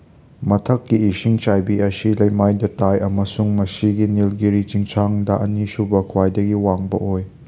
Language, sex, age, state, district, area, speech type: Manipuri, male, 30-45, Manipur, Imphal West, urban, read